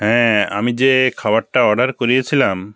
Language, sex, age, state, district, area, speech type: Bengali, male, 45-60, West Bengal, Bankura, urban, spontaneous